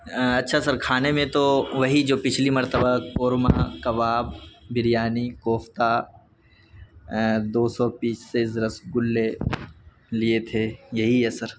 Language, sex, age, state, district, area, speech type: Urdu, male, 18-30, Delhi, North West Delhi, urban, spontaneous